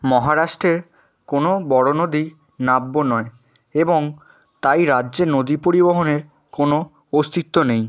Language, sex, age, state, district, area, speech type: Bengali, male, 18-30, West Bengal, Purba Medinipur, rural, read